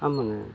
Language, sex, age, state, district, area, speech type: Tamil, male, 45-60, Tamil Nadu, Nagapattinam, rural, spontaneous